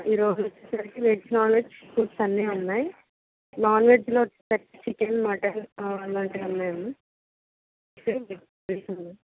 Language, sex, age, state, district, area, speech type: Telugu, female, 18-30, Andhra Pradesh, Krishna, rural, conversation